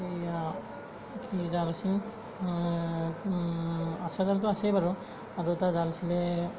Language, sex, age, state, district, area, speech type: Assamese, male, 18-30, Assam, Darrang, rural, spontaneous